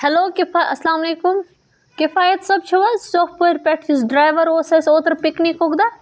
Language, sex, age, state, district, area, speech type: Kashmiri, female, 18-30, Jammu and Kashmir, Budgam, rural, spontaneous